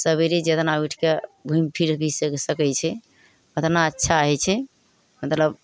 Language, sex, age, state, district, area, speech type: Maithili, female, 60+, Bihar, Araria, rural, spontaneous